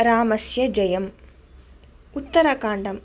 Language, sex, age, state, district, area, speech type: Sanskrit, female, 18-30, Tamil Nadu, Madurai, urban, spontaneous